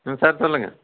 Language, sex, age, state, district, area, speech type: Tamil, male, 45-60, Tamil Nadu, Krishnagiri, rural, conversation